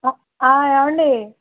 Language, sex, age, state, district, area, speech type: Telugu, female, 30-45, Andhra Pradesh, Krishna, rural, conversation